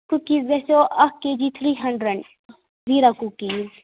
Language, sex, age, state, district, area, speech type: Kashmiri, female, 30-45, Jammu and Kashmir, Ganderbal, rural, conversation